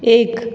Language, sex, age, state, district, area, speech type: Goan Konkani, female, 30-45, Goa, Bardez, urban, read